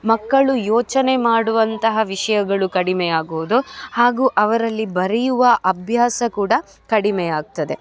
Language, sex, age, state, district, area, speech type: Kannada, female, 30-45, Karnataka, Dakshina Kannada, urban, spontaneous